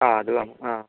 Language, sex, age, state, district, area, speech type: Malayalam, male, 60+, Kerala, Wayanad, rural, conversation